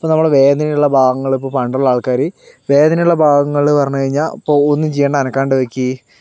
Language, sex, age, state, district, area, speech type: Malayalam, male, 60+, Kerala, Palakkad, rural, spontaneous